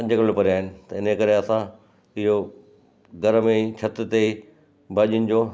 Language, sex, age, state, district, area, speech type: Sindhi, male, 60+, Gujarat, Kutch, rural, spontaneous